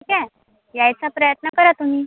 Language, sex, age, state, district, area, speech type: Marathi, female, 18-30, Maharashtra, Amravati, urban, conversation